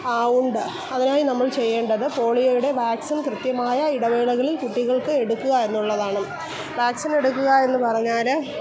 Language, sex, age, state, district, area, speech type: Malayalam, female, 45-60, Kerala, Kollam, rural, spontaneous